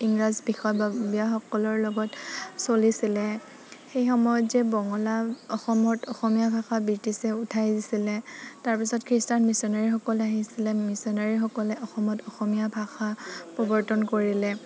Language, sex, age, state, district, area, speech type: Assamese, female, 30-45, Assam, Nagaon, rural, spontaneous